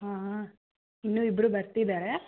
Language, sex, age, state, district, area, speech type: Kannada, female, 18-30, Karnataka, Davanagere, urban, conversation